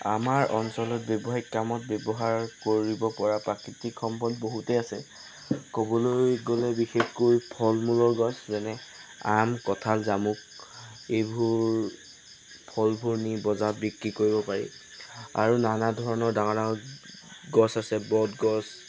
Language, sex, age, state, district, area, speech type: Assamese, male, 18-30, Assam, Jorhat, urban, spontaneous